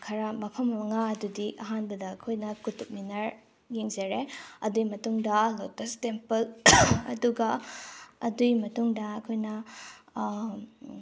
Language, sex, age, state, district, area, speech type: Manipuri, female, 30-45, Manipur, Tengnoupal, rural, spontaneous